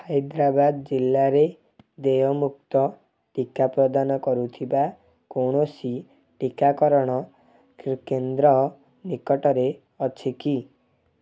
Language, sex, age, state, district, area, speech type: Odia, male, 18-30, Odisha, Kendujhar, urban, read